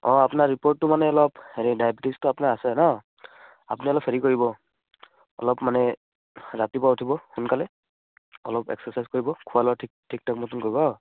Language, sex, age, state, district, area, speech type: Assamese, male, 18-30, Assam, Barpeta, rural, conversation